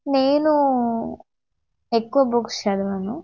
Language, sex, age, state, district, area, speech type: Telugu, female, 18-30, Telangana, Warangal, rural, spontaneous